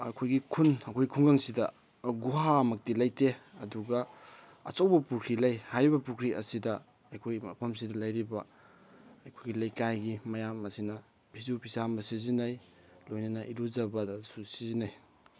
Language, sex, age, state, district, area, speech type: Manipuri, male, 30-45, Manipur, Kakching, rural, spontaneous